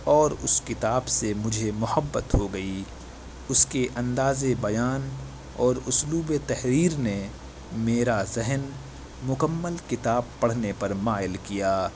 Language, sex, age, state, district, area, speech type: Urdu, male, 18-30, Delhi, South Delhi, urban, spontaneous